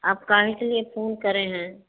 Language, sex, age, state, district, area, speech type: Hindi, female, 60+, Uttar Pradesh, Prayagraj, rural, conversation